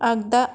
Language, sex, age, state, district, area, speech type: Bodo, female, 18-30, Assam, Kokrajhar, rural, read